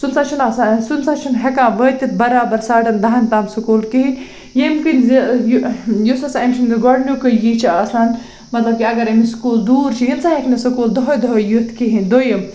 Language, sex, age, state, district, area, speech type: Kashmiri, female, 18-30, Jammu and Kashmir, Baramulla, rural, spontaneous